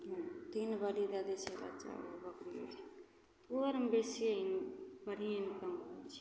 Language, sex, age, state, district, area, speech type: Maithili, female, 18-30, Bihar, Begusarai, rural, spontaneous